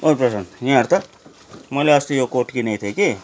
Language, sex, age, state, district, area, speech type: Nepali, male, 45-60, West Bengal, Kalimpong, rural, spontaneous